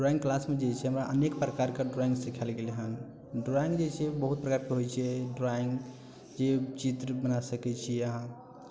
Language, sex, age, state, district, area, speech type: Maithili, male, 18-30, Bihar, Darbhanga, rural, spontaneous